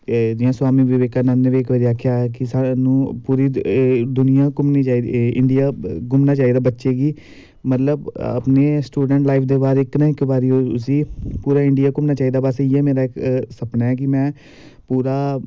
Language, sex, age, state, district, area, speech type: Dogri, male, 18-30, Jammu and Kashmir, Samba, urban, spontaneous